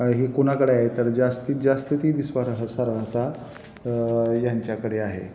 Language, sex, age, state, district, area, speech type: Marathi, male, 45-60, Maharashtra, Satara, urban, spontaneous